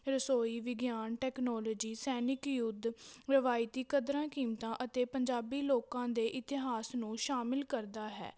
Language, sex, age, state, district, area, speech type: Punjabi, female, 18-30, Punjab, Patiala, rural, spontaneous